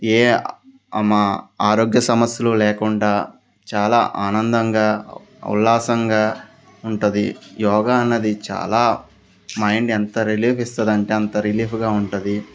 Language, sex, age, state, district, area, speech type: Telugu, male, 30-45, Andhra Pradesh, Anakapalli, rural, spontaneous